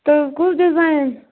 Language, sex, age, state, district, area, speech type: Kashmiri, female, 18-30, Jammu and Kashmir, Bandipora, rural, conversation